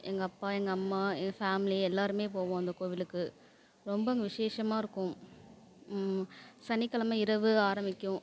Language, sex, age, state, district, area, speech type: Tamil, female, 30-45, Tamil Nadu, Thanjavur, rural, spontaneous